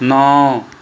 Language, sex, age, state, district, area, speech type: Punjabi, male, 30-45, Punjab, Mohali, rural, read